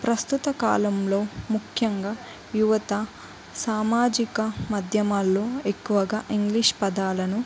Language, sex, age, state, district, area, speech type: Telugu, female, 18-30, Telangana, Jayashankar, urban, spontaneous